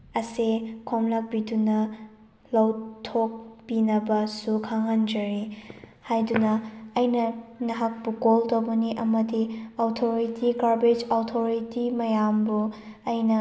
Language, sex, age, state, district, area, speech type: Manipuri, female, 30-45, Manipur, Chandel, rural, spontaneous